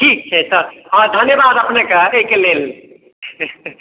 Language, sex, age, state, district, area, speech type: Maithili, male, 60+, Bihar, Madhubani, urban, conversation